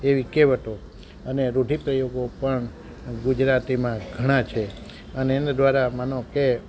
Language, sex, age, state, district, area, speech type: Gujarati, male, 60+, Gujarat, Amreli, rural, spontaneous